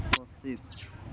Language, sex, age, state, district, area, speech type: Assamese, male, 18-30, Assam, Kamrup Metropolitan, urban, spontaneous